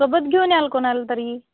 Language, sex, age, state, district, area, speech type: Marathi, female, 45-60, Maharashtra, Amravati, rural, conversation